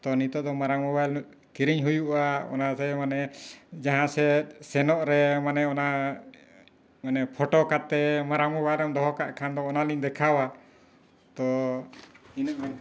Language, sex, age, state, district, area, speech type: Santali, male, 60+, Jharkhand, Bokaro, rural, spontaneous